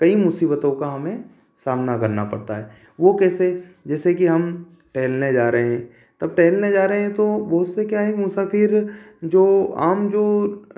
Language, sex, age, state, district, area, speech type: Hindi, male, 30-45, Madhya Pradesh, Ujjain, urban, spontaneous